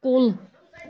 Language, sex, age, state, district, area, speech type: Kashmiri, female, 30-45, Jammu and Kashmir, Anantnag, rural, read